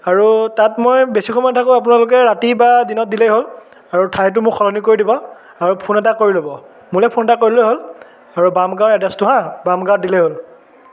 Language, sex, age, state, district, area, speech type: Assamese, male, 18-30, Assam, Biswanath, rural, spontaneous